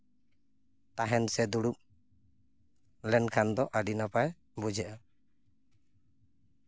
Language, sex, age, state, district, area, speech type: Santali, male, 30-45, West Bengal, Purulia, rural, spontaneous